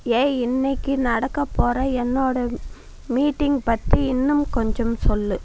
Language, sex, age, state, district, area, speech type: Tamil, female, 45-60, Tamil Nadu, Viluppuram, rural, read